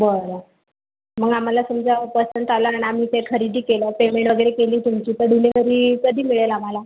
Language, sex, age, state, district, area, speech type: Marathi, female, 30-45, Maharashtra, Buldhana, urban, conversation